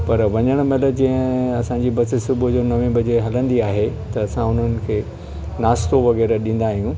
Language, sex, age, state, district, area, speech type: Sindhi, male, 60+, Maharashtra, Thane, urban, spontaneous